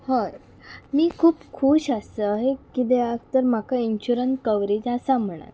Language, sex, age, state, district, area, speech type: Goan Konkani, female, 18-30, Goa, Pernem, rural, spontaneous